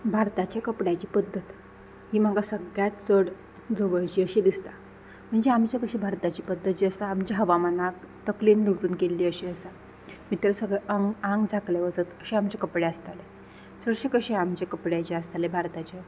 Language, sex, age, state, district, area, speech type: Goan Konkani, female, 18-30, Goa, Ponda, rural, spontaneous